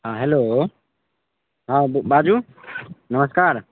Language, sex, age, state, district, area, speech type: Maithili, male, 18-30, Bihar, Madhepura, rural, conversation